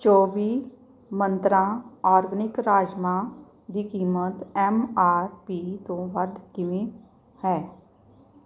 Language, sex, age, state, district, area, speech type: Punjabi, female, 45-60, Punjab, Gurdaspur, urban, read